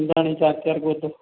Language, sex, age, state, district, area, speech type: Malayalam, male, 30-45, Kerala, Thiruvananthapuram, rural, conversation